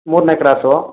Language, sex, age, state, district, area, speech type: Kannada, male, 18-30, Karnataka, Mandya, urban, conversation